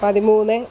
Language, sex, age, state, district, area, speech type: Malayalam, female, 30-45, Kerala, Kollam, rural, spontaneous